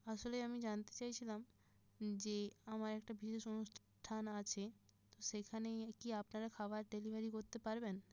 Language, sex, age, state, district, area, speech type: Bengali, female, 18-30, West Bengal, Jalpaiguri, rural, spontaneous